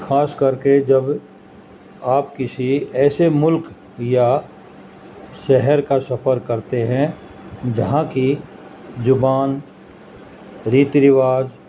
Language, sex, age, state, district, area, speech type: Urdu, male, 60+, Uttar Pradesh, Gautam Buddha Nagar, urban, spontaneous